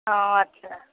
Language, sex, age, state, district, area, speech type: Bengali, female, 18-30, West Bengal, North 24 Parganas, rural, conversation